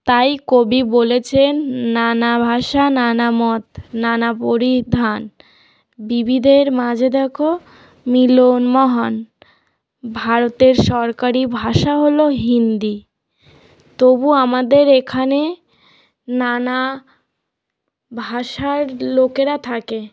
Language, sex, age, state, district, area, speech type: Bengali, female, 18-30, West Bengal, North 24 Parganas, rural, spontaneous